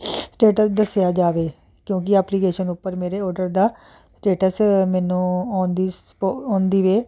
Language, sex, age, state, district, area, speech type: Punjabi, female, 45-60, Punjab, Jalandhar, urban, spontaneous